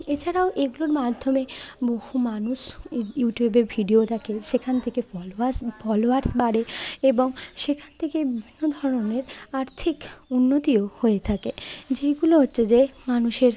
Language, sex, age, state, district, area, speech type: Bengali, female, 30-45, West Bengal, Bankura, urban, spontaneous